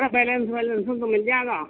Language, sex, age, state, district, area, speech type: Urdu, male, 60+, Delhi, North East Delhi, urban, conversation